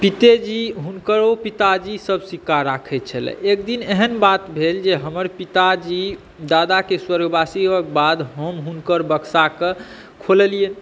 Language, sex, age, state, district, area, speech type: Maithili, male, 60+, Bihar, Saharsa, urban, spontaneous